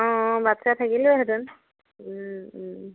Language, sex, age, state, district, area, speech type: Assamese, female, 30-45, Assam, Majuli, urban, conversation